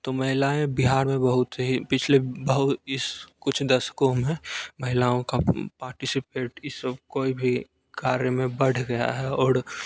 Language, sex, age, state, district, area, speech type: Hindi, male, 18-30, Bihar, Begusarai, urban, spontaneous